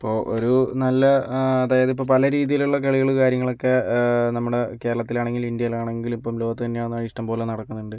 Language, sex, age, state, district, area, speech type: Malayalam, male, 30-45, Kerala, Kozhikode, urban, spontaneous